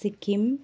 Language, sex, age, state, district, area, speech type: Nepali, female, 45-60, West Bengal, Jalpaiguri, urban, spontaneous